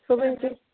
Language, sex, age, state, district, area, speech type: Kashmiri, female, 30-45, Jammu and Kashmir, Bandipora, rural, conversation